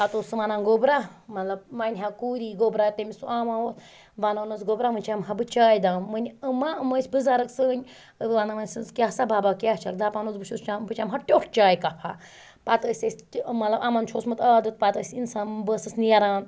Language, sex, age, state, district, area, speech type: Kashmiri, female, 18-30, Jammu and Kashmir, Ganderbal, rural, spontaneous